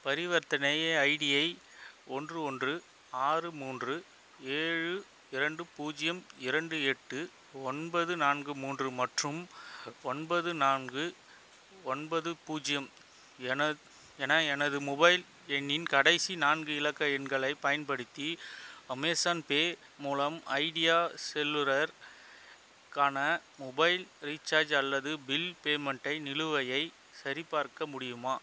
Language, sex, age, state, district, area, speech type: Tamil, male, 30-45, Tamil Nadu, Chengalpattu, rural, read